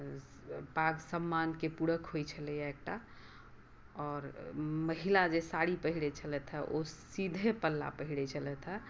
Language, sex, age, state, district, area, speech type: Maithili, female, 60+, Bihar, Madhubani, rural, spontaneous